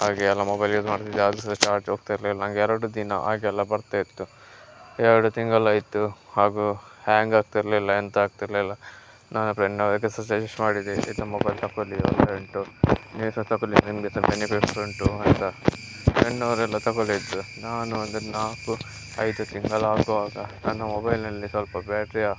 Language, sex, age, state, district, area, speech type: Kannada, male, 18-30, Karnataka, Chitradurga, rural, spontaneous